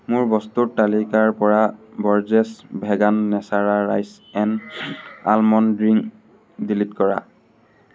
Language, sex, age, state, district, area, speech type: Assamese, male, 18-30, Assam, Sivasagar, rural, read